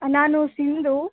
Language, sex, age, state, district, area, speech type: Kannada, female, 18-30, Karnataka, Davanagere, rural, conversation